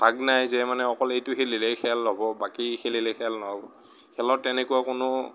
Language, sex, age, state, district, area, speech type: Assamese, male, 30-45, Assam, Morigaon, rural, spontaneous